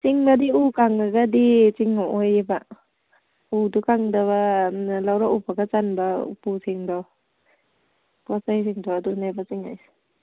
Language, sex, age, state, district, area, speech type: Manipuri, female, 30-45, Manipur, Imphal East, rural, conversation